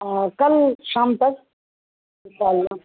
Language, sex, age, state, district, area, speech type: Urdu, male, 18-30, Bihar, Purnia, rural, conversation